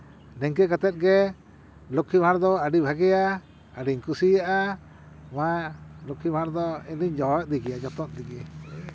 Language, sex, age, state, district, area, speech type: Santali, male, 60+, West Bengal, Paschim Bardhaman, rural, spontaneous